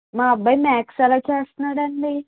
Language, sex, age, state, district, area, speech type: Telugu, female, 30-45, Andhra Pradesh, Kakinada, rural, conversation